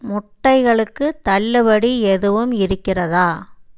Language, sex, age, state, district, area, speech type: Tamil, female, 60+, Tamil Nadu, Erode, urban, read